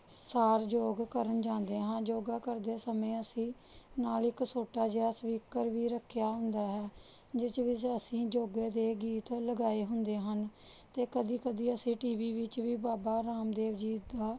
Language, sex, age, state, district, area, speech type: Punjabi, female, 30-45, Punjab, Pathankot, rural, spontaneous